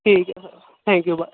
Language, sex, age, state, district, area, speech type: Urdu, male, 18-30, Delhi, Central Delhi, urban, conversation